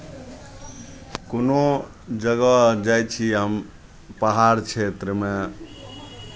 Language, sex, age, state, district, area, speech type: Maithili, male, 45-60, Bihar, Araria, rural, spontaneous